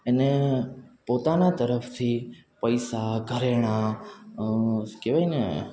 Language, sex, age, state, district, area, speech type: Gujarati, male, 18-30, Gujarat, Rajkot, urban, spontaneous